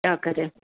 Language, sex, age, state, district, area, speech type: Urdu, female, 45-60, Uttar Pradesh, Rampur, urban, conversation